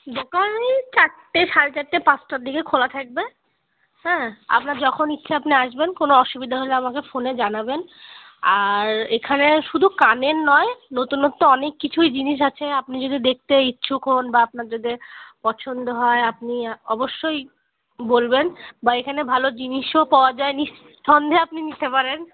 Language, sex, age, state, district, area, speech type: Bengali, female, 30-45, West Bengal, Murshidabad, urban, conversation